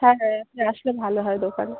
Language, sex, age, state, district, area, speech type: Bengali, female, 18-30, West Bengal, Darjeeling, urban, conversation